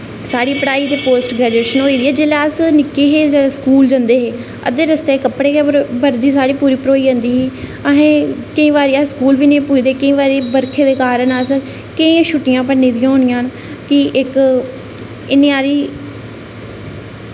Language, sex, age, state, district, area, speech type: Dogri, female, 18-30, Jammu and Kashmir, Reasi, rural, spontaneous